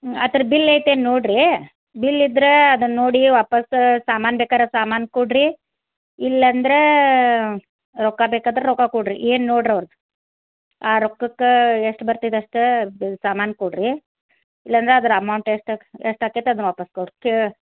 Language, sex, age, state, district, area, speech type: Kannada, female, 60+, Karnataka, Belgaum, rural, conversation